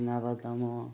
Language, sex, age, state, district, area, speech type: Odia, male, 30-45, Odisha, Malkangiri, urban, spontaneous